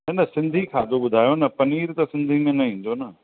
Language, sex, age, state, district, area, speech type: Sindhi, male, 45-60, Uttar Pradesh, Lucknow, rural, conversation